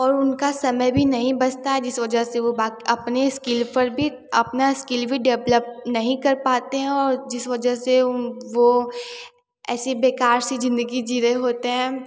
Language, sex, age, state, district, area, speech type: Hindi, female, 18-30, Uttar Pradesh, Varanasi, urban, spontaneous